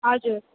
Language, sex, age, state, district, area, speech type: Nepali, female, 18-30, West Bengal, Alipurduar, urban, conversation